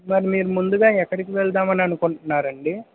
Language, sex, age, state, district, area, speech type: Telugu, male, 60+, Andhra Pradesh, Krishna, urban, conversation